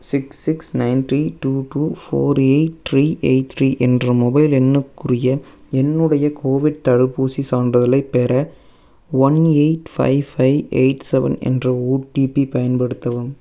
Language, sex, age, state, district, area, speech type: Tamil, male, 18-30, Tamil Nadu, Tiruppur, rural, read